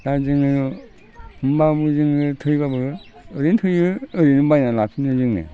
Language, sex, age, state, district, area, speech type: Bodo, male, 60+, Assam, Udalguri, rural, spontaneous